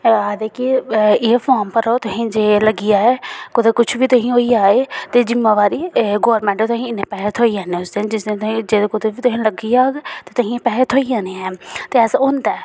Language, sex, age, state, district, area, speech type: Dogri, female, 18-30, Jammu and Kashmir, Samba, rural, spontaneous